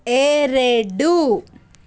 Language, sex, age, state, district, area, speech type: Kannada, female, 30-45, Karnataka, Tumkur, rural, read